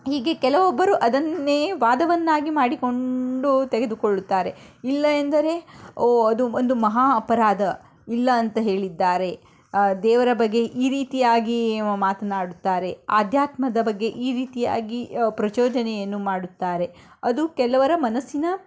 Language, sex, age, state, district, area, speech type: Kannada, female, 30-45, Karnataka, Shimoga, rural, spontaneous